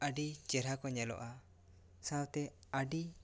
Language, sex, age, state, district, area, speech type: Santali, male, 18-30, West Bengal, Bankura, rural, spontaneous